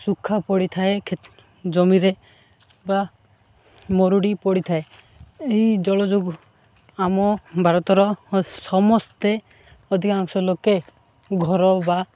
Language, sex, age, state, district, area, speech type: Odia, male, 18-30, Odisha, Malkangiri, urban, spontaneous